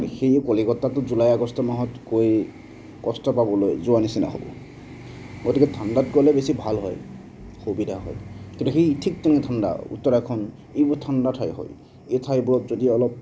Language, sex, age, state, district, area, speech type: Assamese, male, 30-45, Assam, Nagaon, rural, spontaneous